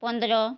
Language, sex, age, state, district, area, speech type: Odia, female, 30-45, Odisha, Mayurbhanj, rural, spontaneous